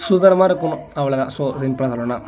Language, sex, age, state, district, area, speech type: Tamil, male, 30-45, Tamil Nadu, Ariyalur, rural, spontaneous